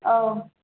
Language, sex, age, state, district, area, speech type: Bodo, female, 30-45, Assam, Baksa, rural, conversation